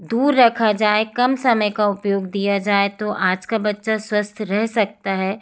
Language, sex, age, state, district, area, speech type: Hindi, female, 45-60, Madhya Pradesh, Jabalpur, urban, spontaneous